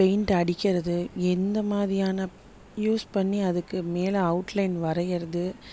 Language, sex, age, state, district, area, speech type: Tamil, female, 30-45, Tamil Nadu, Chennai, urban, spontaneous